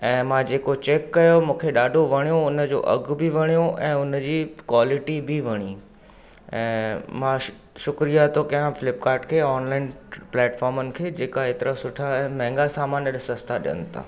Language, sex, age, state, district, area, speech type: Sindhi, male, 45-60, Maharashtra, Mumbai Suburban, urban, spontaneous